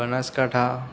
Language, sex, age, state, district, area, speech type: Gujarati, male, 18-30, Gujarat, Aravalli, urban, spontaneous